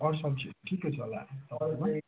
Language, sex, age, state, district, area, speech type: Nepali, male, 18-30, West Bengal, Darjeeling, rural, conversation